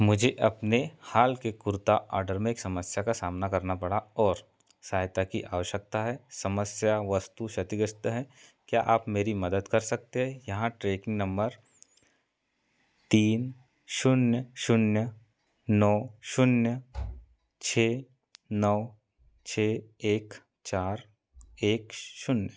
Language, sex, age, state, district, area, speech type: Hindi, male, 30-45, Madhya Pradesh, Seoni, rural, read